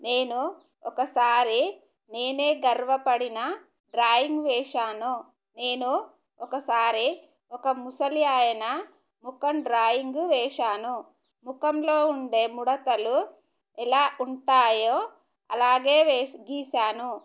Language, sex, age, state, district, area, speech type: Telugu, female, 30-45, Telangana, Warangal, rural, spontaneous